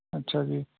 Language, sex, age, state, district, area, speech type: Punjabi, male, 30-45, Punjab, Fatehgarh Sahib, rural, conversation